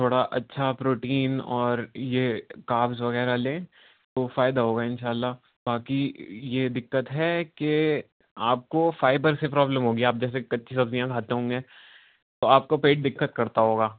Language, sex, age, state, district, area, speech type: Urdu, male, 18-30, Uttar Pradesh, Rampur, urban, conversation